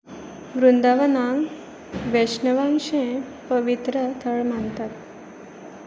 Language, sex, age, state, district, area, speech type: Goan Konkani, female, 18-30, Goa, Pernem, rural, read